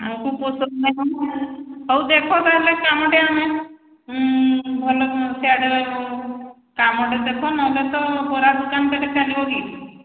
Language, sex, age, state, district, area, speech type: Odia, female, 45-60, Odisha, Angul, rural, conversation